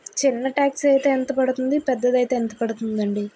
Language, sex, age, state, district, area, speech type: Telugu, female, 30-45, Andhra Pradesh, Vizianagaram, rural, spontaneous